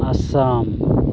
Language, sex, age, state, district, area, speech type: Santali, male, 18-30, Jharkhand, Pakur, rural, spontaneous